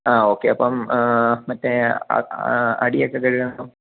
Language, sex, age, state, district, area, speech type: Malayalam, male, 18-30, Kerala, Idukki, rural, conversation